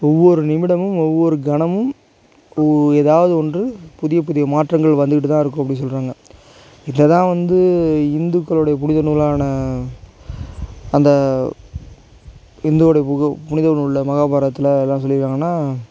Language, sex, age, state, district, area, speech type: Tamil, male, 45-60, Tamil Nadu, Tiruchirappalli, rural, spontaneous